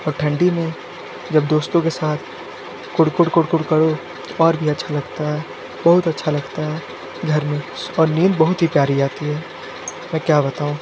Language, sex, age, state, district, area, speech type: Hindi, male, 18-30, Uttar Pradesh, Sonbhadra, rural, spontaneous